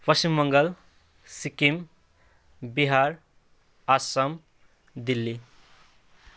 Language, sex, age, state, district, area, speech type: Nepali, male, 30-45, West Bengal, Jalpaiguri, rural, spontaneous